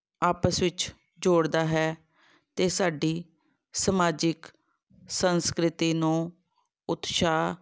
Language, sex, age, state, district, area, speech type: Punjabi, female, 45-60, Punjab, Tarn Taran, urban, spontaneous